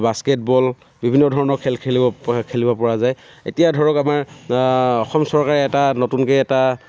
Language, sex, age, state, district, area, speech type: Assamese, male, 30-45, Assam, Dhemaji, rural, spontaneous